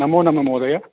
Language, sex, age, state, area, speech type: Sanskrit, male, 18-30, Rajasthan, urban, conversation